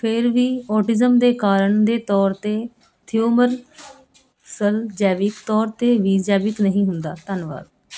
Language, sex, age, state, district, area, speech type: Punjabi, female, 30-45, Punjab, Ludhiana, urban, read